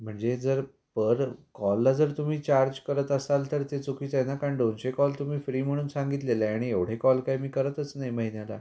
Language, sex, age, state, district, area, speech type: Marathi, male, 18-30, Maharashtra, Kolhapur, urban, spontaneous